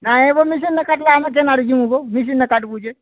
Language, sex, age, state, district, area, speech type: Odia, male, 45-60, Odisha, Kalahandi, rural, conversation